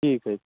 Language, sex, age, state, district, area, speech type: Kashmiri, male, 18-30, Jammu and Kashmir, Kupwara, rural, conversation